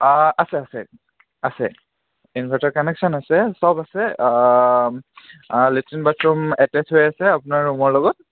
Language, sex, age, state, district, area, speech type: Assamese, male, 18-30, Assam, Charaideo, rural, conversation